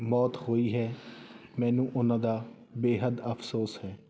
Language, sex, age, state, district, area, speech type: Punjabi, male, 30-45, Punjab, Fazilka, rural, spontaneous